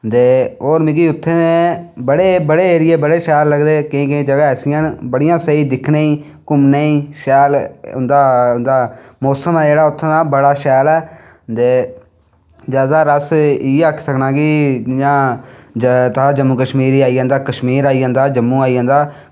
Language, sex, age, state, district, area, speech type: Dogri, male, 18-30, Jammu and Kashmir, Reasi, rural, spontaneous